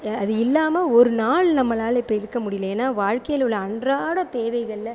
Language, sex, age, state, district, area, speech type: Tamil, female, 30-45, Tamil Nadu, Sivaganga, rural, spontaneous